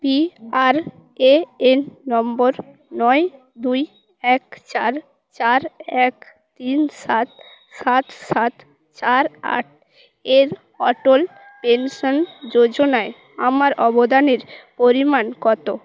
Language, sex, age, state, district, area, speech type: Bengali, female, 18-30, West Bengal, Purba Medinipur, rural, read